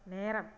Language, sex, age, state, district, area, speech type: Tamil, female, 45-60, Tamil Nadu, Erode, rural, read